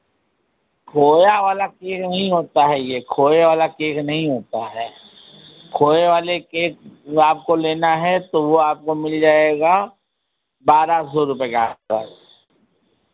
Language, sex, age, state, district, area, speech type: Hindi, male, 60+, Uttar Pradesh, Sitapur, rural, conversation